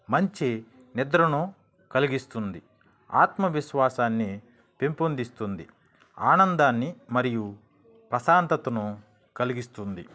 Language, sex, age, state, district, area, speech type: Telugu, male, 30-45, Andhra Pradesh, Sri Balaji, rural, spontaneous